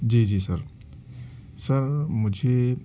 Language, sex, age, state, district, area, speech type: Urdu, male, 18-30, Delhi, South Delhi, urban, spontaneous